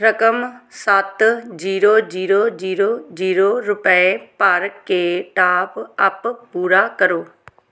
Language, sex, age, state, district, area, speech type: Punjabi, female, 30-45, Punjab, Tarn Taran, rural, read